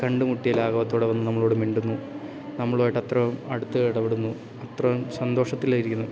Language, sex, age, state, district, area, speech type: Malayalam, male, 18-30, Kerala, Idukki, rural, spontaneous